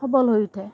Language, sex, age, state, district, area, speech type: Assamese, female, 60+, Assam, Darrang, rural, spontaneous